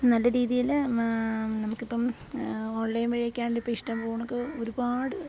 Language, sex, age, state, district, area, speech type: Malayalam, female, 30-45, Kerala, Pathanamthitta, rural, spontaneous